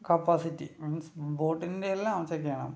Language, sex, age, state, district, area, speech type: Malayalam, male, 18-30, Kerala, Palakkad, rural, spontaneous